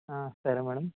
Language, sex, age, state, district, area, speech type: Telugu, male, 18-30, Andhra Pradesh, Kakinada, rural, conversation